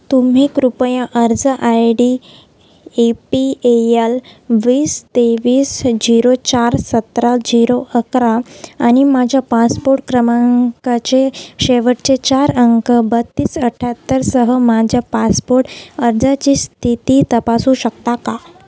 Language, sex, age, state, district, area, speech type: Marathi, female, 18-30, Maharashtra, Wardha, rural, read